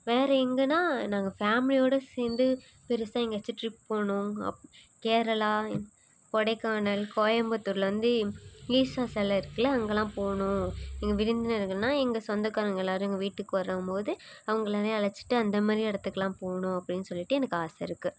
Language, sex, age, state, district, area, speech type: Tamil, female, 18-30, Tamil Nadu, Nagapattinam, rural, spontaneous